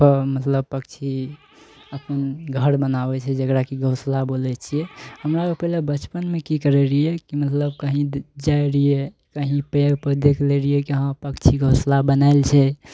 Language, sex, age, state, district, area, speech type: Maithili, male, 18-30, Bihar, Araria, rural, spontaneous